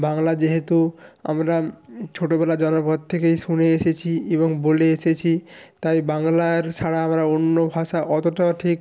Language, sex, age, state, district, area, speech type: Bengali, male, 30-45, West Bengal, Jalpaiguri, rural, spontaneous